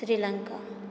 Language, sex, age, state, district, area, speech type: Maithili, female, 60+, Bihar, Purnia, rural, spontaneous